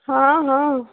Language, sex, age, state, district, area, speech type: Odia, female, 45-60, Odisha, Sundergarh, rural, conversation